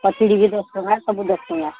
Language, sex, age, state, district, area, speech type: Odia, female, 60+, Odisha, Gajapati, rural, conversation